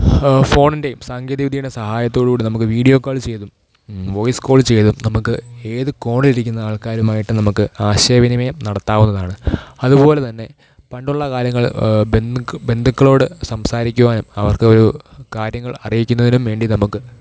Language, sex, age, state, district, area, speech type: Malayalam, male, 18-30, Kerala, Thiruvananthapuram, rural, spontaneous